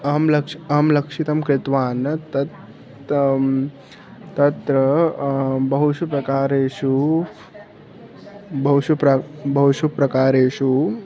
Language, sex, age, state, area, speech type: Sanskrit, male, 18-30, Chhattisgarh, urban, spontaneous